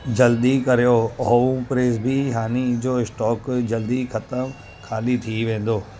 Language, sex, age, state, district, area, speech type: Sindhi, male, 30-45, Gujarat, Surat, urban, read